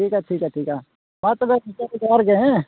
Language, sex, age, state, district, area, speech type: Santali, male, 45-60, Odisha, Mayurbhanj, rural, conversation